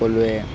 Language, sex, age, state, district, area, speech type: Assamese, male, 18-30, Assam, Kamrup Metropolitan, urban, spontaneous